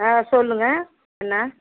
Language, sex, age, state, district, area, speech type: Tamil, female, 60+, Tamil Nadu, Madurai, rural, conversation